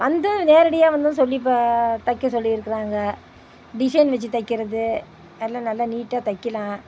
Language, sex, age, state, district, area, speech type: Tamil, female, 60+, Tamil Nadu, Tiruppur, rural, spontaneous